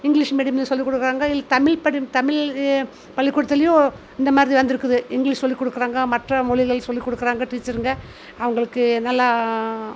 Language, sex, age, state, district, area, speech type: Tamil, female, 45-60, Tamil Nadu, Coimbatore, rural, spontaneous